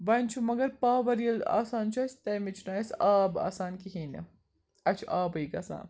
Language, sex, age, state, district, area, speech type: Kashmiri, female, 18-30, Jammu and Kashmir, Srinagar, urban, spontaneous